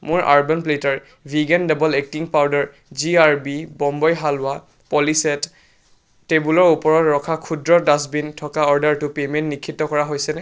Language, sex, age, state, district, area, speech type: Assamese, male, 18-30, Assam, Charaideo, urban, read